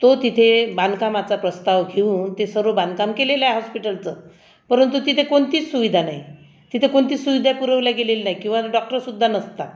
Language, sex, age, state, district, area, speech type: Marathi, female, 60+, Maharashtra, Akola, rural, spontaneous